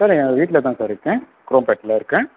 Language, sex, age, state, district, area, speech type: Tamil, male, 18-30, Tamil Nadu, Sivaganga, rural, conversation